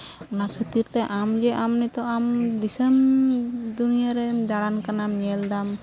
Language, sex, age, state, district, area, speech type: Santali, female, 18-30, West Bengal, Malda, rural, spontaneous